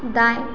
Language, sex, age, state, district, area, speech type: Hindi, female, 18-30, Madhya Pradesh, Hoshangabad, urban, read